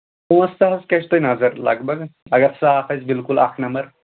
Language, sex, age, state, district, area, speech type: Kashmiri, male, 30-45, Jammu and Kashmir, Anantnag, rural, conversation